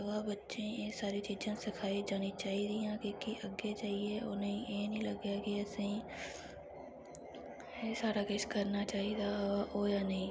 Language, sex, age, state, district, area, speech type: Dogri, female, 45-60, Jammu and Kashmir, Reasi, rural, spontaneous